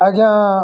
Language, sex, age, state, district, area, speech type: Odia, male, 45-60, Odisha, Bargarh, urban, spontaneous